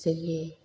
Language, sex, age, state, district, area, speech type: Bodo, female, 45-60, Assam, Chirang, rural, spontaneous